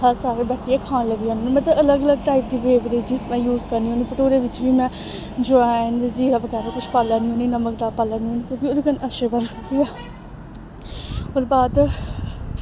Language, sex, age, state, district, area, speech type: Dogri, female, 18-30, Jammu and Kashmir, Samba, rural, spontaneous